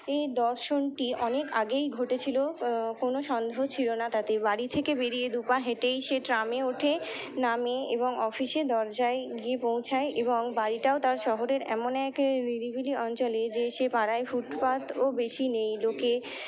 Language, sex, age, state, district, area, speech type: Bengali, female, 60+, West Bengal, Purba Bardhaman, urban, spontaneous